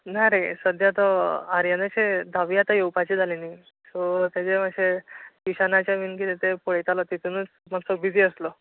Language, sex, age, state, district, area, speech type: Goan Konkani, male, 18-30, Goa, Bardez, rural, conversation